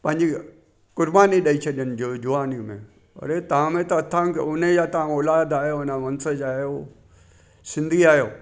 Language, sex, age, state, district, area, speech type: Sindhi, male, 60+, Gujarat, Junagadh, rural, spontaneous